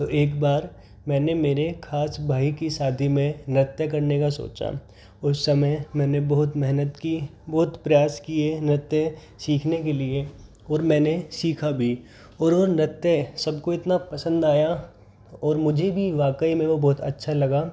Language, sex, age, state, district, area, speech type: Hindi, male, 30-45, Rajasthan, Jaipur, urban, spontaneous